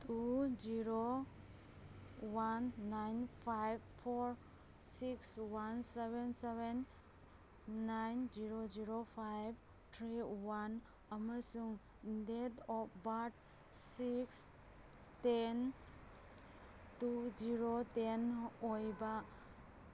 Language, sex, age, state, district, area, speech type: Manipuri, female, 30-45, Manipur, Kangpokpi, urban, read